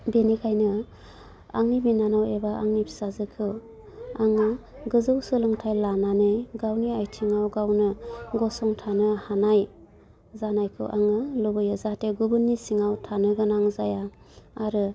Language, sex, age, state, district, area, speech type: Bodo, female, 30-45, Assam, Udalguri, rural, spontaneous